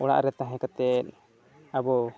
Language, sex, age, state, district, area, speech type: Santali, male, 30-45, Jharkhand, East Singhbhum, rural, spontaneous